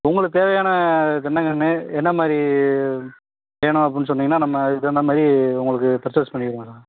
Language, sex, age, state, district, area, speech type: Tamil, male, 30-45, Tamil Nadu, Theni, rural, conversation